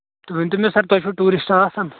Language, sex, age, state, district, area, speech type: Kashmiri, male, 18-30, Jammu and Kashmir, Anantnag, rural, conversation